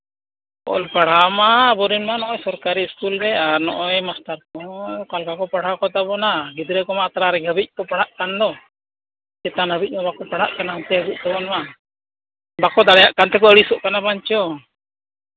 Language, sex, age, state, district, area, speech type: Santali, male, 45-60, Jharkhand, East Singhbhum, rural, conversation